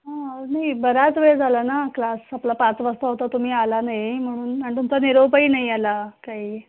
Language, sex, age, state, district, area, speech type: Marathi, female, 30-45, Maharashtra, Kolhapur, urban, conversation